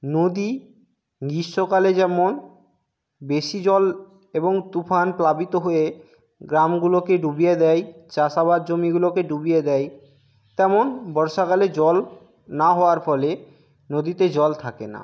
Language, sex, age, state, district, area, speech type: Bengali, male, 30-45, West Bengal, Jhargram, rural, spontaneous